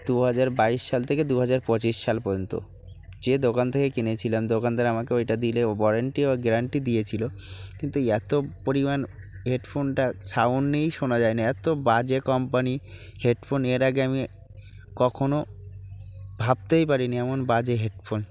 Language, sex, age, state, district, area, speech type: Bengali, male, 45-60, West Bengal, North 24 Parganas, rural, spontaneous